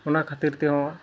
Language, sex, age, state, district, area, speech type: Santali, male, 30-45, West Bengal, Malda, rural, spontaneous